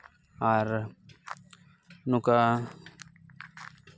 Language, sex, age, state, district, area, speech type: Santali, male, 18-30, West Bengal, Purba Bardhaman, rural, spontaneous